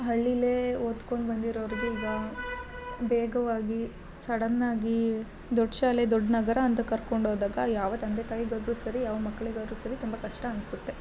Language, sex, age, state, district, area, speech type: Kannada, female, 30-45, Karnataka, Hassan, urban, spontaneous